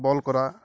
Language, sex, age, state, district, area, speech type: Bengali, male, 18-30, West Bengal, Uttar Dinajpur, urban, spontaneous